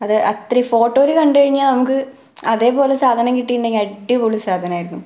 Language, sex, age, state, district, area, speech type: Malayalam, female, 18-30, Kerala, Malappuram, rural, spontaneous